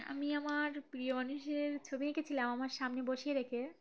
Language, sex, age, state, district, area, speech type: Bengali, female, 18-30, West Bengal, Uttar Dinajpur, urban, spontaneous